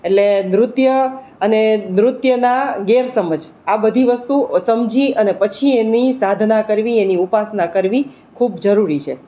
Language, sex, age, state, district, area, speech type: Gujarati, female, 30-45, Gujarat, Rajkot, urban, spontaneous